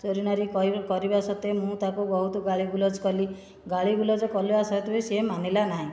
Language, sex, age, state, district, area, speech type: Odia, female, 45-60, Odisha, Khordha, rural, spontaneous